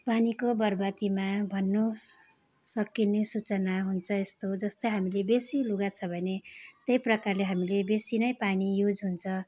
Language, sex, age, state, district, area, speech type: Nepali, female, 30-45, West Bengal, Darjeeling, rural, spontaneous